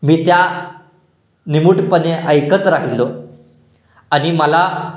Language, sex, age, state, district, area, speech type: Marathi, male, 18-30, Maharashtra, Satara, urban, spontaneous